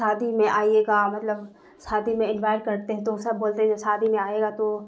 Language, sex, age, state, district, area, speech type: Urdu, female, 30-45, Bihar, Darbhanga, rural, spontaneous